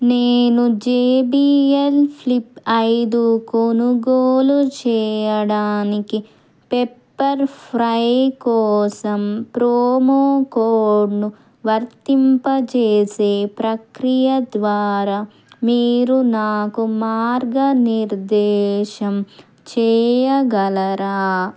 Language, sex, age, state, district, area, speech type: Telugu, female, 30-45, Andhra Pradesh, Krishna, urban, read